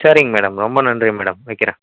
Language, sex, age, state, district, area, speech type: Tamil, male, 18-30, Tamil Nadu, Viluppuram, urban, conversation